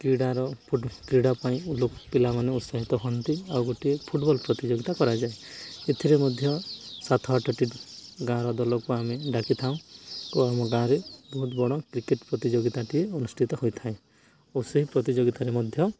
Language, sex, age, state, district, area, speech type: Odia, male, 18-30, Odisha, Nuapada, urban, spontaneous